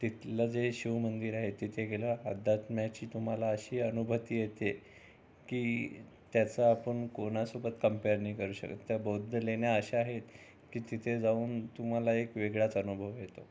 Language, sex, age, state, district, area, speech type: Marathi, male, 30-45, Maharashtra, Amravati, urban, spontaneous